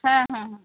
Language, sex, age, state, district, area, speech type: Bengali, female, 45-60, West Bengal, Hooghly, rural, conversation